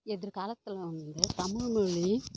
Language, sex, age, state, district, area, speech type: Tamil, female, 18-30, Tamil Nadu, Kallakurichi, rural, spontaneous